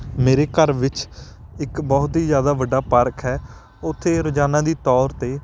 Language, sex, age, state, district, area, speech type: Punjabi, male, 18-30, Punjab, Patiala, rural, spontaneous